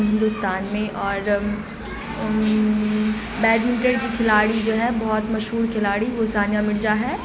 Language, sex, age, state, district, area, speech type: Urdu, female, 18-30, Bihar, Supaul, rural, spontaneous